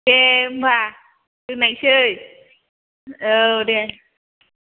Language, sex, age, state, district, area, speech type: Bodo, female, 60+, Assam, Chirang, rural, conversation